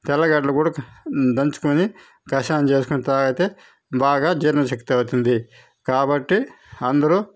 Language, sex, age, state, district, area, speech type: Telugu, male, 45-60, Andhra Pradesh, Sri Balaji, rural, spontaneous